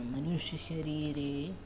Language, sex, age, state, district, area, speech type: Sanskrit, male, 30-45, Kerala, Kannur, rural, spontaneous